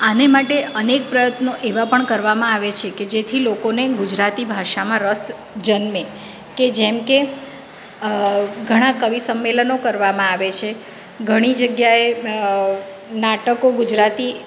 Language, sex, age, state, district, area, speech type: Gujarati, female, 45-60, Gujarat, Surat, urban, spontaneous